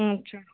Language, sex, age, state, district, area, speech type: Gujarati, female, 30-45, Gujarat, Ahmedabad, urban, conversation